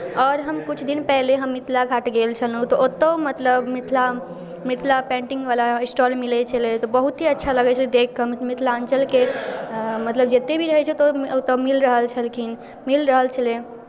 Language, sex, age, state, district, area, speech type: Maithili, female, 18-30, Bihar, Darbhanga, rural, spontaneous